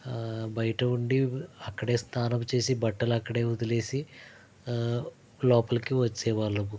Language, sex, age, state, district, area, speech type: Telugu, male, 45-60, Andhra Pradesh, East Godavari, rural, spontaneous